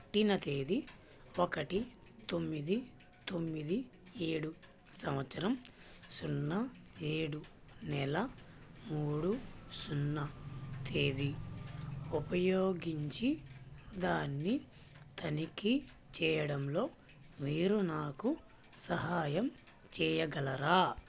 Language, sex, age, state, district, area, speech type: Telugu, male, 18-30, Andhra Pradesh, Krishna, rural, read